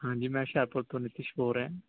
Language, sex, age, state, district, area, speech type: Punjabi, male, 18-30, Punjab, Hoshiarpur, urban, conversation